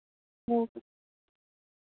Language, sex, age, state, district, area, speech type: Dogri, female, 18-30, Jammu and Kashmir, Jammu, urban, conversation